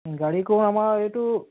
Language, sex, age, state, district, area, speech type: Assamese, male, 30-45, Assam, Tinsukia, rural, conversation